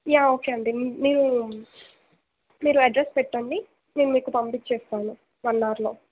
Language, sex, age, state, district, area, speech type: Telugu, female, 18-30, Telangana, Mancherial, rural, conversation